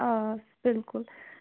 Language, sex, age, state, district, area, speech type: Kashmiri, male, 18-30, Jammu and Kashmir, Bandipora, rural, conversation